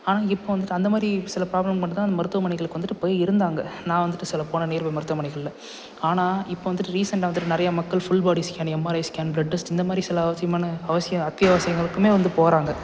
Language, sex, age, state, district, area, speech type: Tamil, male, 18-30, Tamil Nadu, Salem, urban, spontaneous